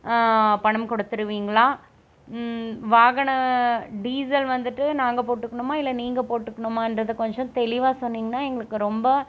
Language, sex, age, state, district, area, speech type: Tamil, female, 30-45, Tamil Nadu, Krishnagiri, rural, spontaneous